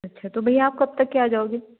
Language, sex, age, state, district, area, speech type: Hindi, female, 18-30, Madhya Pradesh, Betul, rural, conversation